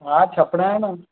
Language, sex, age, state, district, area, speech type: Sindhi, male, 18-30, Maharashtra, Mumbai Suburban, urban, conversation